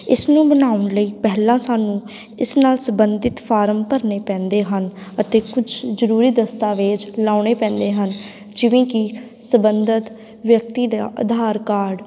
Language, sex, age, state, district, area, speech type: Punjabi, female, 18-30, Punjab, Patiala, urban, spontaneous